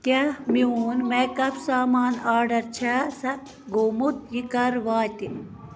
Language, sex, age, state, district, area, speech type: Kashmiri, female, 30-45, Jammu and Kashmir, Baramulla, rural, read